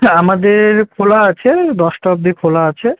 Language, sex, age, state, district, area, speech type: Bengali, male, 18-30, West Bengal, Alipurduar, rural, conversation